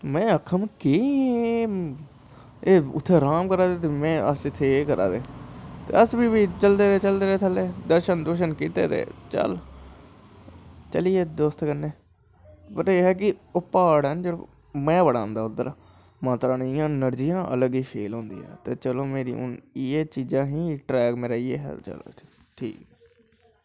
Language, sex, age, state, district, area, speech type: Dogri, male, 18-30, Jammu and Kashmir, Jammu, urban, spontaneous